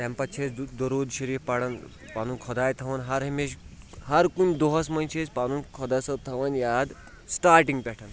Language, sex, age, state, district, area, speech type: Kashmiri, male, 30-45, Jammu and Kashmir, Kulgam, rural, spontaneous